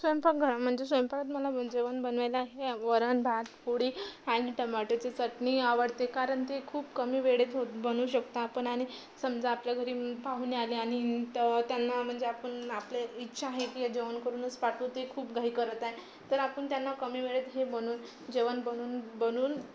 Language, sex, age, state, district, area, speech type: Marathi, female, 18-30, Maharashtra, Amravati, urban, spontaneous